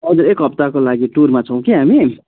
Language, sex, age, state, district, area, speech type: Nepali, male, 18-30, West Bengal, Darjeeling, rural, conversation